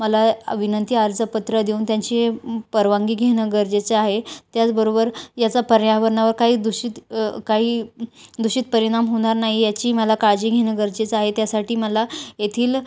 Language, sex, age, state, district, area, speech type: Marathi, female, 18-30, Maharashtra, Ahmednagar, rural, spontaneous